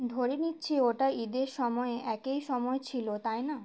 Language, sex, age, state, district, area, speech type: Bengali, female, 18-30, West Bengal, Uttar Dinajpur, rural, read